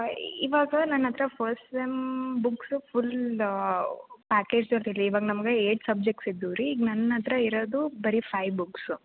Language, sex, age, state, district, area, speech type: Kannada, female, 18-30, Karnataka, Gulbarga, urban, conversation